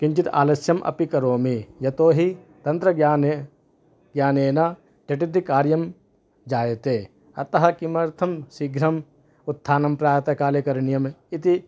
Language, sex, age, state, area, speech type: Sanskrit, male, 30-45, Maharashtra, urban, spontaneous